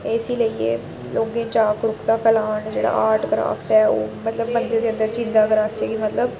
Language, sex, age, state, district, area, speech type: Dogri, female, 30-45, Jammu and Kashmir, Reasi, urban, spontaneous